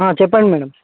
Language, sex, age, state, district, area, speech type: Telugu, male, 30-45, Telangana, Hyderabad, urban, conversation